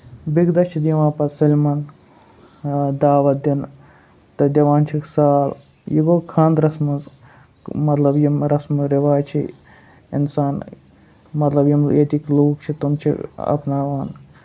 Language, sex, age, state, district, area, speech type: Kashmiri, male, 18-30, Jammu and Kashmir, Ganderbal, rural, spontaneous